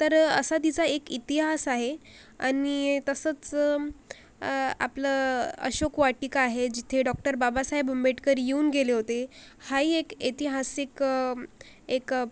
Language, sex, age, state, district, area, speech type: Marathi, female, 45-60, Maharashtra, Akola, rural, spontaneous